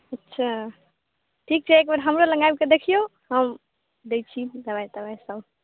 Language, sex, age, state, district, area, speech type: Maithili, female, 18-30, Bihar, Madhubani, rural, conversation